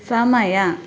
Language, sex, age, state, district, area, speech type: Kannada, female, 18-30, Karnataka, Kolar, rural, read